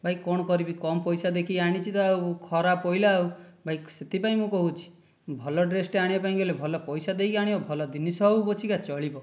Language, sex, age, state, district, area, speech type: Odia, male, 18-30, Odisha, Dhenkanal, rural, spontaneous